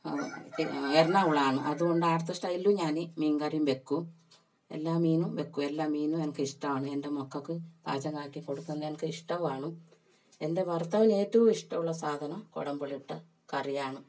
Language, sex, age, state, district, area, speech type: Malayalam, female, 45-60, Kerala, Kasaragod, rural, spontaneous